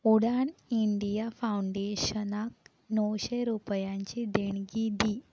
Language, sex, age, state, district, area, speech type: Goan Konkani, female, 18-30, Goa, Salcete, rural, read